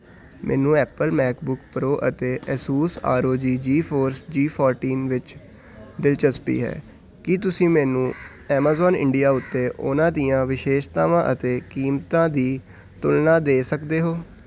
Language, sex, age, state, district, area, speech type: Punjabi, male, 18-30, Punjab, Hoshiarpur, urban, read